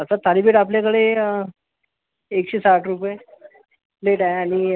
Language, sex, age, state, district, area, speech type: Marathi, male, 18-30, Maharashtra, Akola, rural, conversation